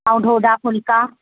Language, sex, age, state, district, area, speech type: Sindhi, female, 30-45, Madhya Pradesh, Katni, urban, conversation